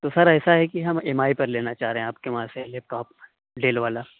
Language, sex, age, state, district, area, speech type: Urdu, male, 30-45, Uttar Pradesh, Lucknow, rural, conversation